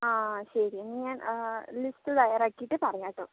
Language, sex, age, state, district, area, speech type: Malayalam, other, 18-30, Kerala, Kozhikode, urban, conversation